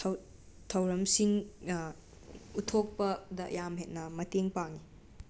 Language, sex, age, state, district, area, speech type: Manipuri, other, 45-60, Manipur, Imphal West, urban, spontaneous